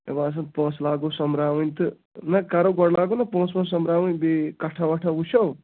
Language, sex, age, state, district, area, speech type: Kashmiri, male, 18-30, Jammu and Kashmir, Anantnag, rural, conversation